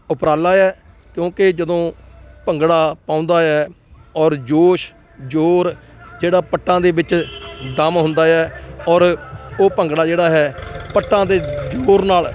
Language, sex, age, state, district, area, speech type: Punjabi, male, 60+, Punjab, Rupnagar, rural, spontaneous